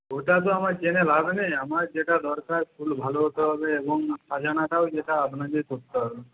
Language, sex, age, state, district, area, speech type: Bengali, male, 18-30, West Bengal, Paschim Medinipur, rural, conversation